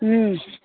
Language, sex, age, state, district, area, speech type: Tamil, female, 60+, Tamil Nadu, Pudukkottai, rural, conversation